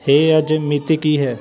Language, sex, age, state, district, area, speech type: Punjabi, male, 30-45, Punjab, Shaheed Bhagat Singh Nagar, rural, read